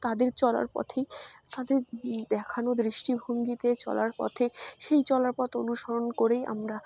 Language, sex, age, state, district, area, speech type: Bengali, female, 18-30, West Bengal, Dakshin Dinajpur, urban, spontaneous